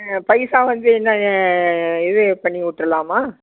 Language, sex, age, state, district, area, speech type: Tamil, female, 60+, Tamil Nadu, Thanjavur, urban, conversation